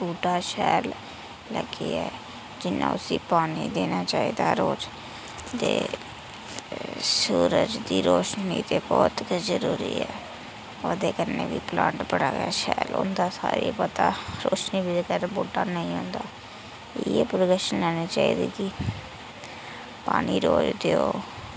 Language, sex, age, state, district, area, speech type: Dogri, female, 45-60, Jammu and Kashmir, Reasi, rural, spontaneous